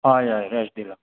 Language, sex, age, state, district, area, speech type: Goan Konkani, male, 45-60, Goa, Bardez, rural, conversation